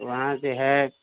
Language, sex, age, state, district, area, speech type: Maithili, male, 45-60, Bihar, Sitamarhi, rural, conversation